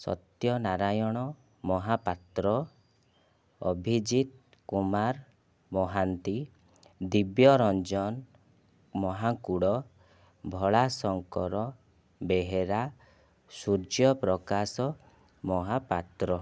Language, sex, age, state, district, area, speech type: Odia, male, 30-45, Odisha, Kandhamal, rural, spontaneous